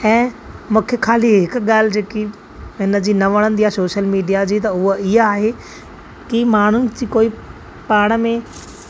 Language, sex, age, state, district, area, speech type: Sindhi, male, 30-45, Maharashtra, Thane, urban, spontaneous